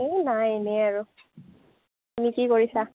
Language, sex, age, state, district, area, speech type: Assamese, female, 30-45, Assam, Morigaon, rural, conversation